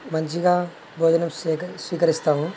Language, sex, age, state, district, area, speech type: Telugu, male, 18-30, Andhra Pradesh, Nandyal, urban, spontaneous